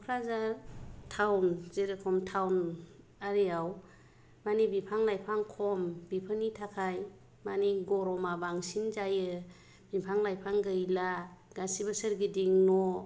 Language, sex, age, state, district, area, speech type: Bodo, female, 30-45, Assam, Kokrajhar, rural, spontaneous